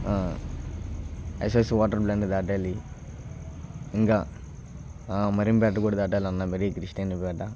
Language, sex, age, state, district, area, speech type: Telugu, male, 18-30, Andhra Pradesh, Bapatla, rural, spontaneous